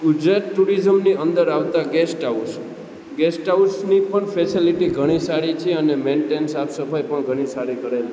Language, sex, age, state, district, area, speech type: Gujarati, male, 18-30, Gujarat, Junagadh, urban, spontaneous